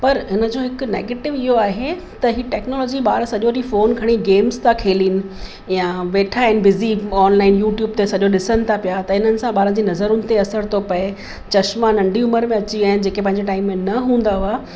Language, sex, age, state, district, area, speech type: Sindhi, female, 45-60, Gujarat, Kutch, rural, spontaneous